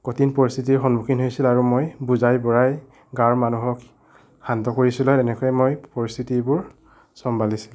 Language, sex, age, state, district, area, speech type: Assamese, male, 60+, Assam, Nagaon, rural, spontaneous